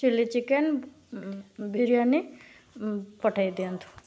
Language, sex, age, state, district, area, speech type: Odia, female, 18-30, Odisha, Cuttack, urban, spontaneous